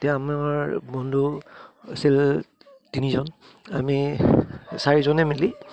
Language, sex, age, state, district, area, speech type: Assamese, male, 30-45, Assam, Udalguri, rural, spontaneous